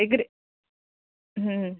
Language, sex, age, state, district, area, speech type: Odia, female, 45-60, Odisha, Angul, rural, conversation